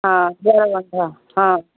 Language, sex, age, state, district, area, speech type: Odia, female, 45-60, Odisha, Sundergarh, rural, conversation